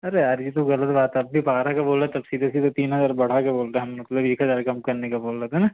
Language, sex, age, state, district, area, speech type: Hindi, male, 30-45, Madhya Pradesh, Hoshangabad, rural, conversation